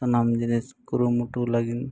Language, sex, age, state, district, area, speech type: Santali, male, 18-30, Jharkhand, East Singhbhum, rural, spontaneous